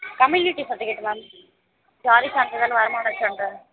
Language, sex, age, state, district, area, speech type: Tamil, female, 30-45, Tamil Nadu, Thanjavur, urban, conversation